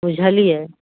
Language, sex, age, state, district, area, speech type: Maithili, female, 45-60, Bihar, Muzaffarpur, rural, conversation